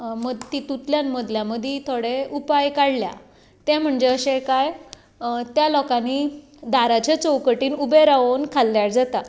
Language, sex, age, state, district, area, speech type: Goan Konkani, female, 30-45, Goa, Tiswadi, rural, spontaneous